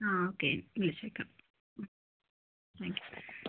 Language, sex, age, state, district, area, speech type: Malayalam, female, 45-60, Kerala, Wayanad, rural, conversation